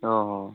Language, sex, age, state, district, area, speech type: Odia, male, 45-60, Odisha, Nuapada, urban, conversation